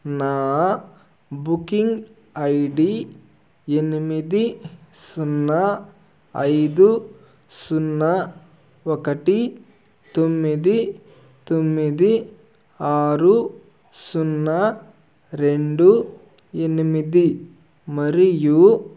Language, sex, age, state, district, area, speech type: Telugu, male, 30-45, Andhra Pradesh, Nellore, rural, read